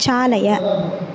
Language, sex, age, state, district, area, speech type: Sanskrit, female, 18-30, Tamil Nadu, Kanchipuram, urban, read